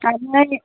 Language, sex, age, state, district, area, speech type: Assamese, female, 45-60, Assam, Goalpara, rural, conversation